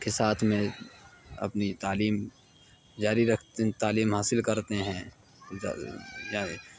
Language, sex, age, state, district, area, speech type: Urdu, male, 30-45, Uttar Pradesh, Lucknow, urban, spontaneous